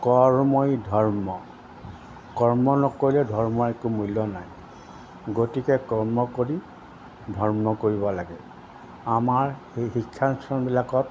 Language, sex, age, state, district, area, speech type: Assamese, male, 60+, Assam, Golaghat, urban, spontaneous